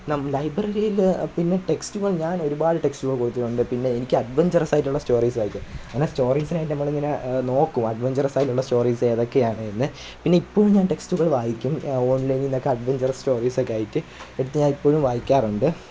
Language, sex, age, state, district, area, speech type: Malayalam, male, 18-30, Kerala, Kollam, rural, spontaneous